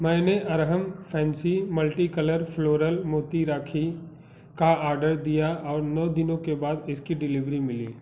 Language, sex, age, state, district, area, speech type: Hindi, male, 30-45, Uttar Pradesh, Bhadohi, urban, read